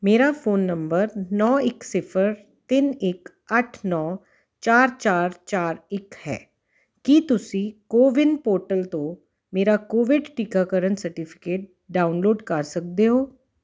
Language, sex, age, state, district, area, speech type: Punjabi, female, 30-45, Punjab, Jalandhar, urban, read